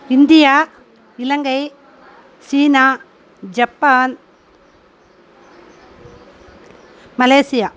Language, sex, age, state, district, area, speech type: Tamil, female, 45-60, Tamil Nadu, Coimbatore, rural, spontaneous